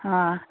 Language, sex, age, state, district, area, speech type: Kannada, male, 18-30, Karnataka, Shimoga, rural, conversation